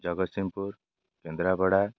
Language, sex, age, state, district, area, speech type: Odia, male, 18-30, Odisha, Jagatsinghpur, rural, spontaneous